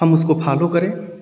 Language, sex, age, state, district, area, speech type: Hindi, male, 30-45, Uttar Pradesh, Varanasi, urban, spontaneous